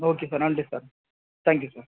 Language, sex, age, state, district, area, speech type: Tamil, male, 30-45, Tamil Nadu, Ariyalur, rural, conversation